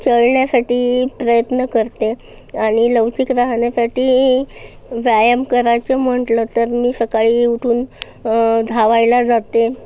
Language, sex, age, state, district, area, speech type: Marathi, female, 30-45, Maharashtra, Nagpur, urban, spontaneous